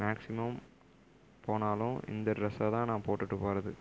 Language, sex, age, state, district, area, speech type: Tamil, male, 30-45, Tamil Nadu, Tiruvarur, rural, spontaneous